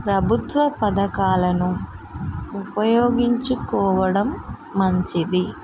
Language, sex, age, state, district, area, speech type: Telugu, female, 30-45, Telangana, Mulugu, rural, spontaneous